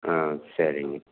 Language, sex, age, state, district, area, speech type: Tamil, male, 60+, Tamil Nadu, Tiruppur, rural, conversation